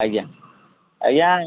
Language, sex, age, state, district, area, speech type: Odia, male, 18-30, Odisha, Puri, urban, conversation